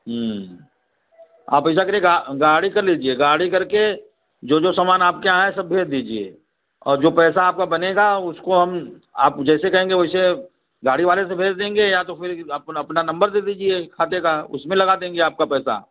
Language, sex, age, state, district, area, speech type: Hindi, male, 45-60, Uttar Pradesh, Varanasi, rural, conversation